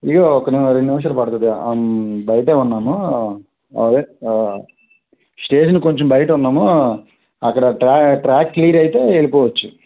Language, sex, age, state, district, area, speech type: Telugu, male, 30-45, Andhra Pradesh, Krishna, urban, conversation